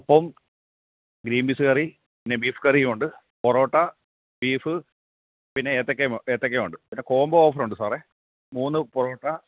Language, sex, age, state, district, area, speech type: Malayalam, male, 30-45, Kerala, Alappuzha, rural, conversation